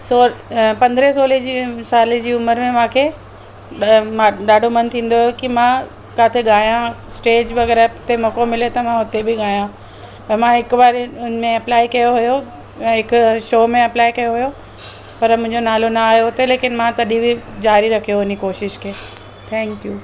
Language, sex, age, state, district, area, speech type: Sindhi, female, 45-60, Delhi, South Delhi, urban, spontaneous